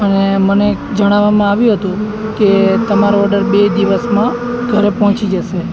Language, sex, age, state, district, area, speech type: Gujarati, male, 18-30, Gujarat, Anand, rural, spontaneous